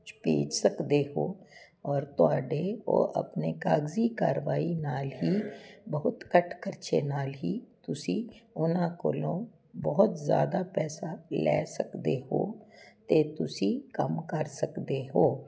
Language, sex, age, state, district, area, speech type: Punjabi, female, 60+, Punjab, Jalandhar, urban, spontaneous